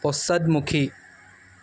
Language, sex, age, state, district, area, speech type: Assamese, male, 18-30, Assam, Jorhat, urban, read